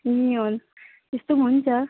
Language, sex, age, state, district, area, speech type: Nepali, female, 18-30, West Bengal, Kalimpong, rural, conversation